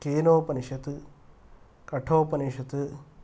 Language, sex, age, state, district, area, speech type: Sanskrit, male, 30-45, Karnataka, Kolar, rural, spontaneous